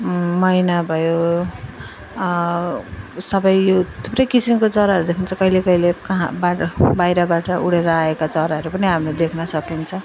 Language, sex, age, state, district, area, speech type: Nepali, female, 30-45, West Bengal, Jalpaiguri, rural, spontaneous